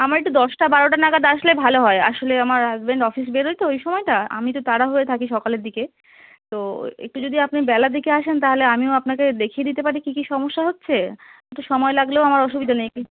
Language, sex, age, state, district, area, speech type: Bengali, female, 30-45, West Bengal, Darjeeling, urban, conversation